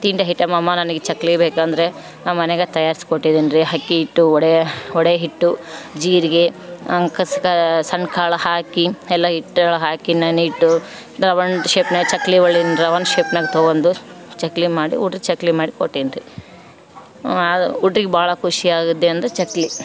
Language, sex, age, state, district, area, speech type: Kannada, female, 30-45, Karnataka, Vijayanagara, rural, spontaneous